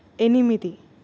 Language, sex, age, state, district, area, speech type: Telugu, female, 18-30, Telangana, Nalgonda, urban, read